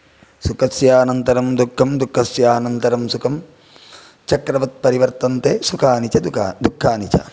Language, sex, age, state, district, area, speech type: Sanskrit, male, 45-60, Karnataka, Udupi, rural, spontaneous